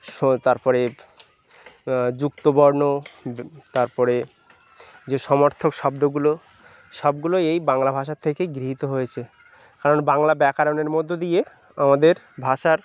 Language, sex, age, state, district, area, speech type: Bengali, male, 30-45, West Bengal, Birbhum, urban, spontaneous